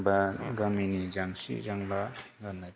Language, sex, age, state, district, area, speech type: Bodo, male, 30-45, Assam, Kokrajhar, rural, spontaneous